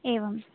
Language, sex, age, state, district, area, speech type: Sanskrit, female, 18-30, Tamil Nadu, Coimbatore, rural, conversation